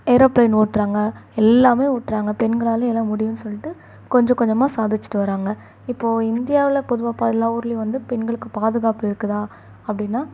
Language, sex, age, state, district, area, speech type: Tamil, female, 18-30, Tamil Nadu, Chennai, urban, spontaneous